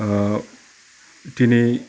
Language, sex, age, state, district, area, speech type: Bodo, male, 30-45, Assam, Udalguri, urban, spontaneous